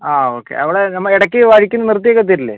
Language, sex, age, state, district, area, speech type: Malayalam, male, 18-30, Kerala, Wayanad, rural, conversation